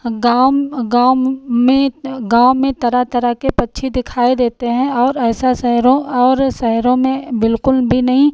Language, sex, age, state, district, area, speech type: Hindi, female, 45-60, Uttar Pradesh, Lucknow, rural, spontaneous